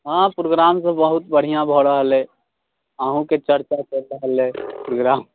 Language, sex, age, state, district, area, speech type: Maithili, male, 30-45, Bihar, Muzaffarpur, urban, conversation